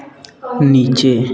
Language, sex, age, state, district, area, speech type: Hindi, male, 18-30, Uttar Pradesh, Bhadohi, urban, read